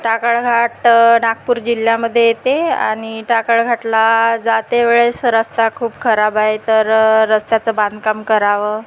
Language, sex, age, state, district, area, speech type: Marathi, female, 30-45, Maharashtra, Nagpur, rural, spontaneous